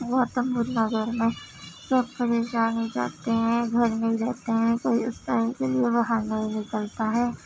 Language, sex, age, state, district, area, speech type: Urdu, female, 18-30, Uttar Pradesh, Gautam Buddha Nagar, urban, spontaneous